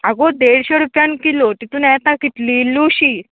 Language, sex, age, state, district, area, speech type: Goan Konkani, female, 18-30, Goa, Tiswadi, rural, conversation